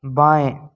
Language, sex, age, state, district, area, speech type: Hindi, male, 18-30, Rajasthan, Bharatpur, rural, read